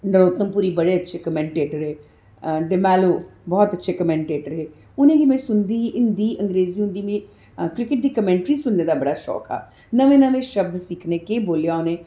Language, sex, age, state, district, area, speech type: Dogri, female, 45-60, Jammu and Kashmir, Jammu, urban, spontaneous